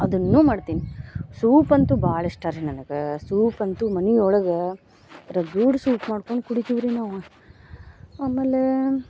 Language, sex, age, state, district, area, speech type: Kannada, female, 30-45, Karnataka, Gadag, rural, spontaneous